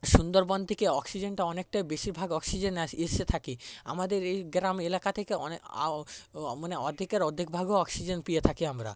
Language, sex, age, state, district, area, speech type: Bengali, male, 60+, West Bengal, Paschim Medinipur, rural, spontaneous